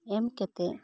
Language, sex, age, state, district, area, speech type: Santali, female, 30-45, West Bengal, Bankura, rural, spontaneous